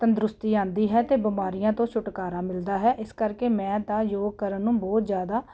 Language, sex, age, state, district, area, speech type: Punjabi, female, 45-60, Punjab, Ludhiana, urban, spontaneous